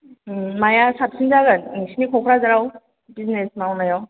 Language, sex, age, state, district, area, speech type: Bodo, female, 45-60, Assam, Kokrajhar, rural, conversation